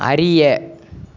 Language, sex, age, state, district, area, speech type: Tamil, male, 18-30, Tamil Nadu, Madurai, rural, read